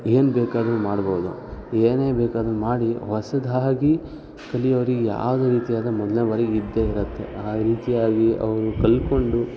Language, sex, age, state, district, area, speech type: Kannada, male, 18-30, Karnataka, Shimoga, rural, spontaneous